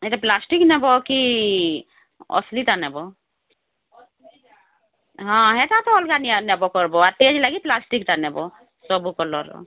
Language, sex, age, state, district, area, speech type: Odia, female, 30-45, Odisha, Bargarh, urban, conversation